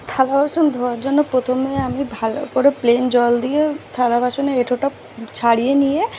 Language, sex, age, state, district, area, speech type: Bengali, female, 18-30, West Bengal, South 24 Parganas, urban, spontaneous